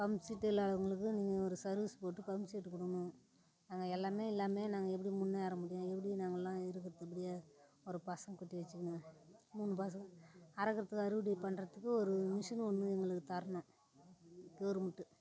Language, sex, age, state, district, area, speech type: Tamil, female, 60+, Tamil Nadu, Tiruvannamalai, rural, spontaneous